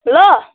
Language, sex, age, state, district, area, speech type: Nepali, female, 18-30, West Bengal, Jalpaiguri, urban, conversation